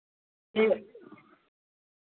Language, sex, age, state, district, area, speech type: Dogri, female, 60+, Jammu and Kashmir, Reasi, rural, conversation